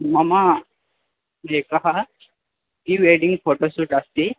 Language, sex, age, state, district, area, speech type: Sanskrit, male, 18-30, Assam, Tinsukia, rural, conversation